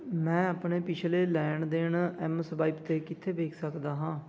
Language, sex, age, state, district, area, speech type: Punjabi, male, 18-30, Punjab, Fatehgarh Sahib, rural, read